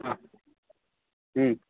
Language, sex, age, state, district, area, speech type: Urdu, male, 30-45, Uttar Pradesh, Azamgarh, rural, conversation